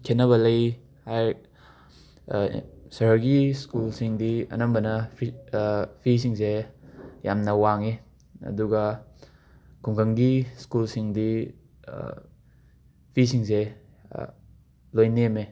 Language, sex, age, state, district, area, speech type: Manipuri, male, 45-60, Manipur, Imphal West, urban, spontaneous